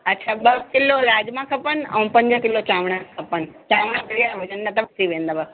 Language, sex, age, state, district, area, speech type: Sindhi, female, 45-60, Delhi, South Delhi, urban, conversation